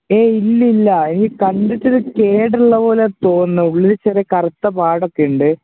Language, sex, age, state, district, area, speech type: Malayalam, male, 18-30, Kerala, Wayanad, rural, conversation